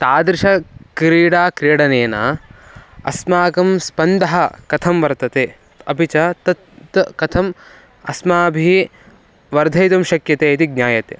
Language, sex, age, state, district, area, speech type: Sanskrit, male, 18-30, Karnataka, Mysore, urban, spontaneous